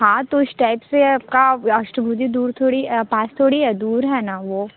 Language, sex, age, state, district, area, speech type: Hindi, female, 30-45, Uttar Pradesh, Mirzapur, rural, conversation